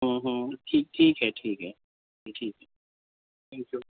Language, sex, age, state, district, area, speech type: Urdu, female, 30-45, Delhi, Central Delhi, urban, conversation